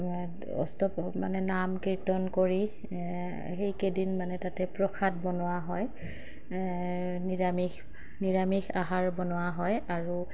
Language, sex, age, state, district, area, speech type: Assamese, female, 30-45, Assam, Goalpara, urban, spontaneous